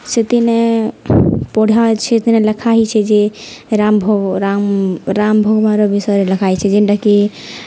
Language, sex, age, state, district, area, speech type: Odia, female, 18-30, Odisha, Nuapada, urban, spontaneous